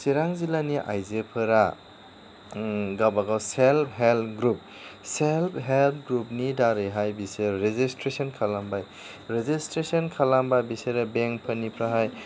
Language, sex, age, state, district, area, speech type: Bodo, male, 30-45, Assam, Chirang, rural, spontaneous